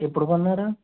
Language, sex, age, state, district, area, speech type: Telugu, male, 30-45, Andhra Pradesh, East Godavari, rural, conversation